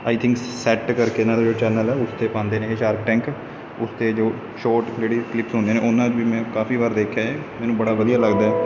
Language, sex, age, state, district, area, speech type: Punjabi, male, 18-30, Punjab, Kapurthala, rural, spontaneous